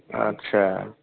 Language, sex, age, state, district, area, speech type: Bodo, male, 60+, Assam, Udalguri, urban, conversation